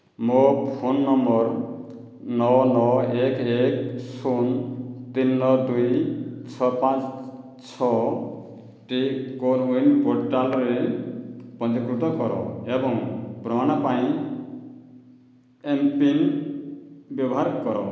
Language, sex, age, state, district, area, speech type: Odia, male, 60+, Odisha, Boudh, rural, read